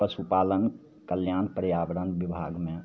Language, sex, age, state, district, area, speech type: Maithili, male, 60+, Bihar, Madhepura, rural, spontaneous